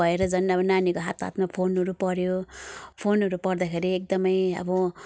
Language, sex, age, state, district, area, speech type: Nepali, female, 45-60, West Bengal, Darjeeling, rural, spontaneous